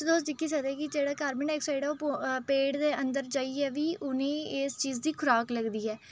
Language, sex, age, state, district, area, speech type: Dogri, female, 30-45, Jammu and Kashmir, Udhampur, urban, spontaneous